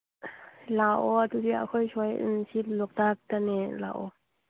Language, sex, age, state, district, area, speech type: Manipuri, female, 18-30, Manipur, Churachandpur, rural, conversation